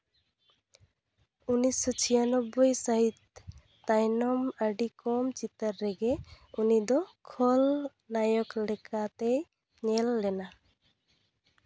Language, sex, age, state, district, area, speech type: Santali, female, 18-30, West Bengal, Purulia, rural, read